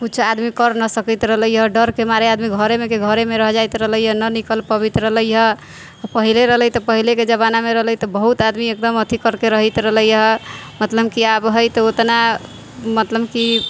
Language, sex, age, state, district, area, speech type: Maithili, female, 45-60, Bihar, Sitamarhi, rural, spontaneous